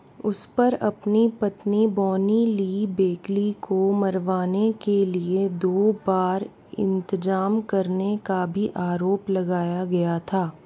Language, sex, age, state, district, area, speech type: Hindi, female, 18-30, Rajasthan, Jaipur, urban, read